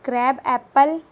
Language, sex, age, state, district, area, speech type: Urdu, female, 18-30, Bihar, Gaya, rural, spontaneous